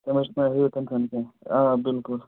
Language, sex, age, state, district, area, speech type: Kashmiri, male, 30-45, Jammu and Kashmir, Kupwara, rural, conversation